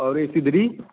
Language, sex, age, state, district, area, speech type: Hindi, male, 18-30, Uttar Pradesh, Azamgarh, rural, conversation